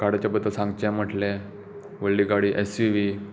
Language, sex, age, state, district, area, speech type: Goan Konkani, male, 18-30, Goa, Tiswadi, rural, spontaneous